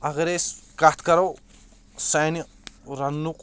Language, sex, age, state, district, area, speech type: Kashmiri, male, 18-30, Jammu and Kashmir, Shopian, rural, spontaneous